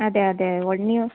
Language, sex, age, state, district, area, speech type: Kannada, female, 18-30, Karnataka, Chitradurga, rural, conversation